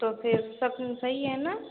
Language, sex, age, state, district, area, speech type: Hindi, female, 30-45, Uttar Pradesh, Sitapur, rural, conversation